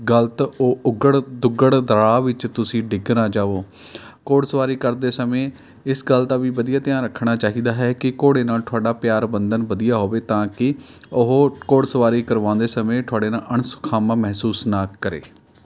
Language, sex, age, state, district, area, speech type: Punjabi, male, 30-45, Punjab, Mohali, urban, spontaneous